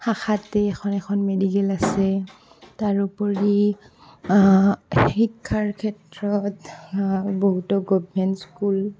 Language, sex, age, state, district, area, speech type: Assamese, female, 18-30, Assam, Barpeta, rural, spontaneous